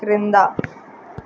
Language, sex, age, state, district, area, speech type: Telugu, female, 18-30, Telangana, Mahbubnagar, urban, read